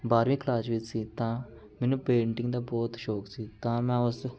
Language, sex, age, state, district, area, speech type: Punjabi, male, 30-45, Punjab, Amritsar, urban, spontaneous